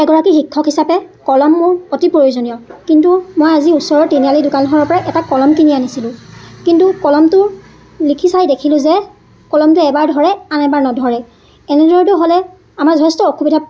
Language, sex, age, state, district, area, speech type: Assamese, female, 30-45, Assam, Dibrugarh, rural, spontaneous